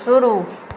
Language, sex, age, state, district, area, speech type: Maithili, female, 45-60, Bihar, Madhepura, rural, read